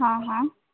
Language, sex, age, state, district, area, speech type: Marathi, female, 18-30, Maharashtra, Amravati, urban, conversation